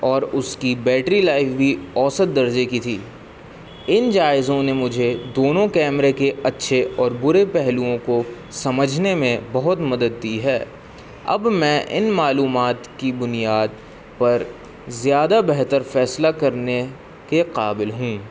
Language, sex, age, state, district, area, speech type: Urdu, male, 18-30, Uttar Pradesh, Rampur, urban, spontaneous